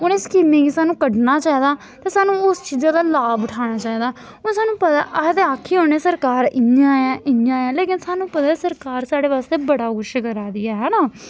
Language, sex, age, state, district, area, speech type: Dogri, female, 18-30, Jammu and Kashmir, Samba, urban, spontaneous